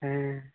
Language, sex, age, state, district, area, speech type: Santali, male, 18-30, Jharkhand, Pakur, rural, conversation